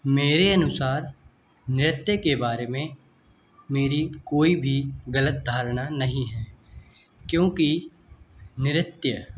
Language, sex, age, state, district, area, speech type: Hindi, male, 18-30, Madhya Pradesh, Bhopal, urban, spontaneous